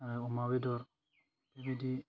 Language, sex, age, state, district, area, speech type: Bodo, male, 18-30, Assam, Udalguri, rural, spontaneous